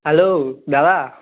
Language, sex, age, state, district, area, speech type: Bengali, male, 18-30, West Bengal, North 24 Parganas, urban, conversation